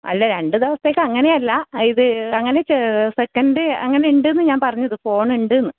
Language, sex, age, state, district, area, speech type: Malayalam, female, 45-60, Kerala, Kasaragod, rural, conversation